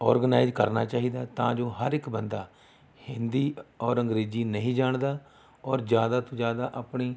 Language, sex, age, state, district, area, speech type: Punjabi, male, 45-60, Punjab, Rupnagar, rural, spontaneous